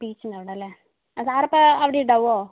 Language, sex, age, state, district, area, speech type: Malayalam, female, 18-30, Kerala, Wayanad, rural, conversation